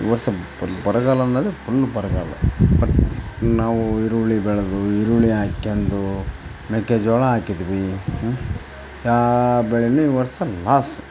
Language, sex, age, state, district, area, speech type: Kannada, male, 30-45, Karnataka, Vijayanagara, rural, spontaneous